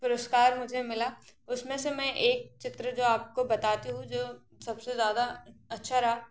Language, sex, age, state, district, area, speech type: Hindi, female, 18-30, Madhya Pradesh, Gwalior, rural, spontaneous